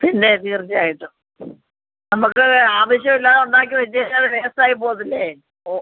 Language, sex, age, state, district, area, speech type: Malayalam, female, 45-60, Kerala, Kollam, rural, conversation